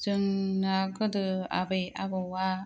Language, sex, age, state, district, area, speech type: Bodo, female, 30-45, Assam, Kokrajhar, rural, spontaneous